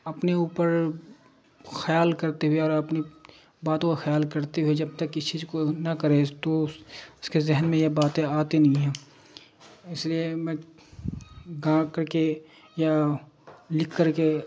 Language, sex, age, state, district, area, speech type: Urdu, male, 45-60, Bihar, Darbhanga, rural, spontaneous